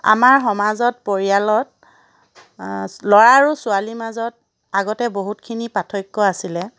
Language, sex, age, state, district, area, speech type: Assamese, female, 45-60, Assam, Charaideo, urban, spontaneous